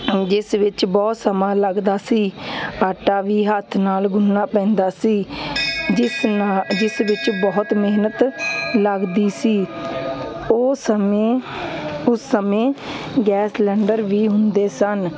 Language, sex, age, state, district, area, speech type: Punjabi, female, 30-45, Punjab, Hoshiarpur, urban, spontaneous